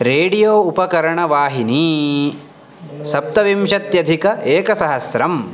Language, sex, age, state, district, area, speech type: Sanskrit, male, 18-30, Karnataka, Uttara Kannada, rural, read